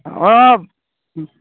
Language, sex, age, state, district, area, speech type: Assamese, male, 45-60, Assam, Morigaon, rural, conversation